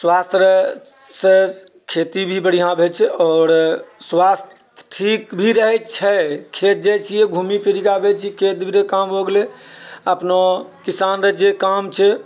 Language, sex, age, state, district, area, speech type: Maithili, male, 60+, Bihar, Purnia, rural, spontaneous